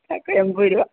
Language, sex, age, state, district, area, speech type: Malayalam, female, 45-60, Kerala, Idukki, rural, conversation